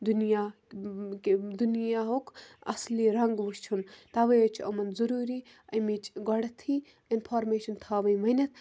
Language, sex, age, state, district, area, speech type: Kashmiri, female, 18-30, Jammu and Kashmir, Kupwara, rural, spontaneous